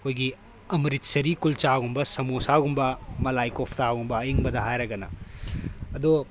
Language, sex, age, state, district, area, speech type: Manipuri, male, 30-45, Manipur, Tengnoupal, rural, spontaneous